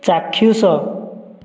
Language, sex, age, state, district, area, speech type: Odia, male, 30-45, Odisha, Puri, urban, read